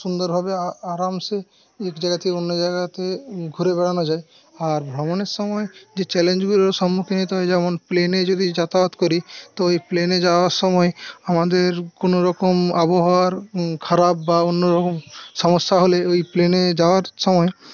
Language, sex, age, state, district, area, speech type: Bengali, male, 30-45, West Bengal, Paschim Medinipur, rural, spontaneous